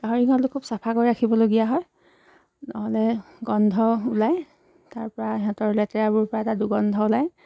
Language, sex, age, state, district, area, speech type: Assamese, female, 30-45, Assam, Charaideo, rural, spontaneous